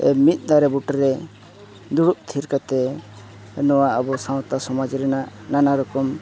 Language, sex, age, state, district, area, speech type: Santali, male, 30-45, Jharkhand, East Singhbhum, rural, spontaneous